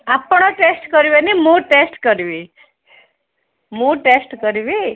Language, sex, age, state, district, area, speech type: Odia, female, 30-45, Odisha, Koraput, urban, conversation